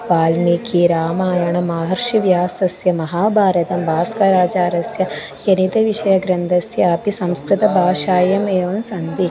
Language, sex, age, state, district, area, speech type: Sanskrit, female, 18-30, Kerala, Malappuram, urban, spontaneous